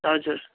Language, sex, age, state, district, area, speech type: Nepali, female, 60+, West Bengal, Kalimpong, rural, conversation